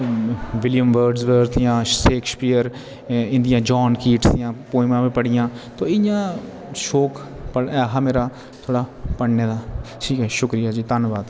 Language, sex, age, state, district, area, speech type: Dogri, male, 30-45, Jammu and Kashmir, Jammu, rural, spontaneous